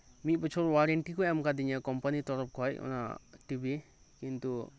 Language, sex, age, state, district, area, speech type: Santali, male, 18-30, West Bengal, Birbhum, rural, spontaneous